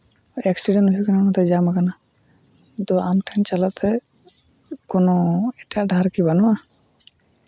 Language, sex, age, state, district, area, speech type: Santali, male, 18-30, West Bengal, Uttar Dinajpur, rural, spontaneous